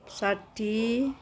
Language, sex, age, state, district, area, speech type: Nepali, female, 60+, West Bengal, Kalimpong, rural, spontaneous